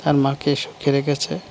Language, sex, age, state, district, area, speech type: Bengali, male, 30-45, West Bengal, Dakshin Dinajpur, urban, spontaneous